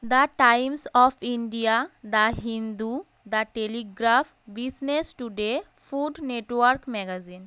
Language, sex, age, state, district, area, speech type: Bengali, female, 18-30, West Bengal, North 24 Parganas, urban, spontaneous